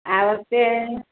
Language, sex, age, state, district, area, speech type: Gujarati, female, 45-60, Gujarat, Surat, urban, conversation